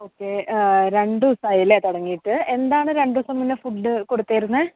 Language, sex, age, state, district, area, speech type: Malayalam, female, 18-30, Kerala, Thrissur, urban, conversation